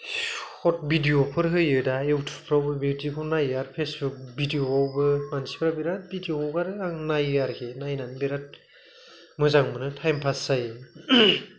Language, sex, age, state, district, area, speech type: Bodo, male, 30-45, Assam, Kokrajhar, rural, spontaneous